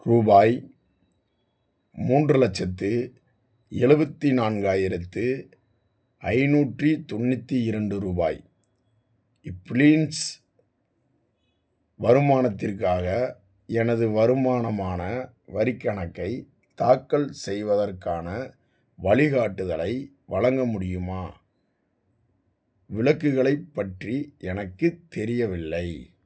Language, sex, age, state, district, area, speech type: Tamil, male, 45-60, Tamil Nadu, Theni, rural, read